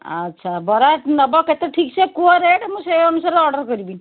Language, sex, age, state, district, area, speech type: Odia, female, 60+, Odisha, Kendujhar, urban, conversation